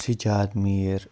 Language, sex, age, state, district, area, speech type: Kashmiri, male, 18-30, Jammu and Kashmir, Kupwara, rural, spontaneous